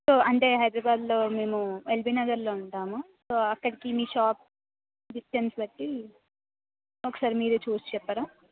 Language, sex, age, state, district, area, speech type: Telugu, female, 18-30, Telangana, Adilabad, urban, conversation